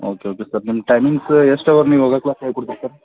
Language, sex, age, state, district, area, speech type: Kannada, male, 30-45, Karnataka, Belgaum, rural, conversation